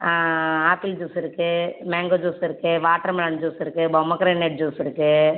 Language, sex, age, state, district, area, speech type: Tamil, female, 18-30, Tamil Nadu, Ariyalur, rural, conversation